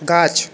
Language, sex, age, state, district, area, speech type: Bengali, male, 30-45, West Bengal, Paschim Bardhaman, urban, read